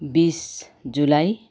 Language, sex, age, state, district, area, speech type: Nepali, female, 45-60, West Bengal, Darjeeling, rural, spontaneous